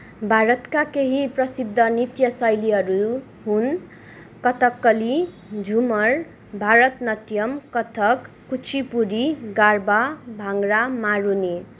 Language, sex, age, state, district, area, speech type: Nepali, female, 18-30, West Bengal, Kalimpong, rural, spontaneous